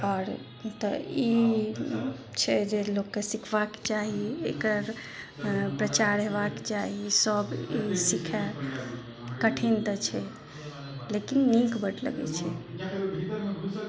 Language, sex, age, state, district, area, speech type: Maithili, female, 45-60, Bihar, Madhubani, rural, spontaneous